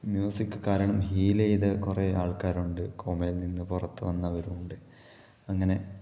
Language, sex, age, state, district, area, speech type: Malayalam, male, 18-30, Kerala, Kasaragod, rural, spontaneous